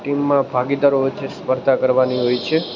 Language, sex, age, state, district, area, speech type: Gujarati, male, 18-30, Gujarat, Junagadh, urban, spontaneous